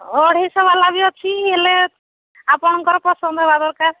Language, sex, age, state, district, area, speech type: Odia, female, 45-60, Odisha, Angul, rural, conversation